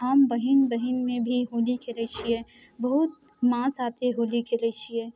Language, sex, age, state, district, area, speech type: Maithili, female, 18-30, Bihar, Muzaffarpur, rural, spontaneous